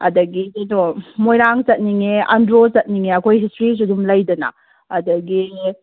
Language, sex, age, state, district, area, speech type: Manipuri, female, 30-45, Manipur, Kakching, rural, conversation